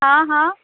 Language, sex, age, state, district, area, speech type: Marathi, female, 30-45, Maharashtra, Nagpur, urban, conversation